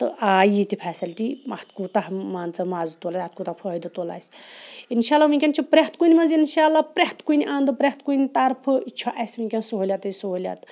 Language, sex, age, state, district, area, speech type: Kashmiri, female, 45-60, Jammu and Kashmir, Shopian, rural, spontaneous